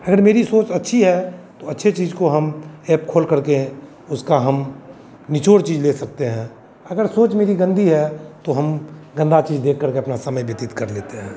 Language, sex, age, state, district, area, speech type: Hindi, male, 45-60, Bihar, Madhepura, rural, spontaneous